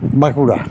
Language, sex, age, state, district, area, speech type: Bengali, male, 45-60, West Bengal, Uttar Dinajpur, rural, spontaneous